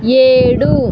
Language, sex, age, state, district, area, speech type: Telugu, female, 18-30, Andhra Pradesh, Srikakulam, rural, read